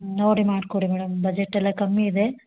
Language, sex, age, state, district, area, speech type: Kannada, female, 30-45, Karnataka, Hassan, urban, conversation